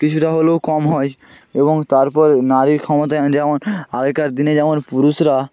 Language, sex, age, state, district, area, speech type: Bengali, male, 18-30, West Bengal, North 24 Parganas, rural, spontaneous